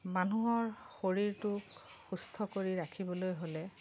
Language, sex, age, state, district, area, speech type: Assamese, female, 45-60, Assam, Darrang, rural, spontaneous